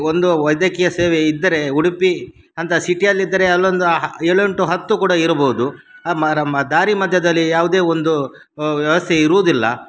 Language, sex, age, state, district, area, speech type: Kannada, male, 60+, Karnataka, Udupi, rural, spontaneous